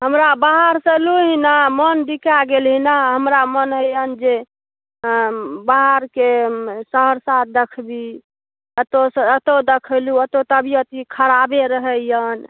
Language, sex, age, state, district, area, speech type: Maithili, female, 30-45, Bihar, Saharsa, rural, conversation